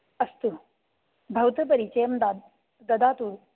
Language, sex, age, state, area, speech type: Sanskrit, female, 18-30, Rajasthan, rural, conversation